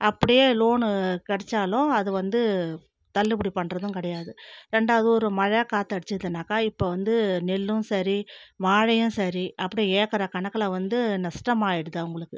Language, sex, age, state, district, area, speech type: Tamil, female, 45-60, Tamil Nadu, Viluppuram, rural, spontaneous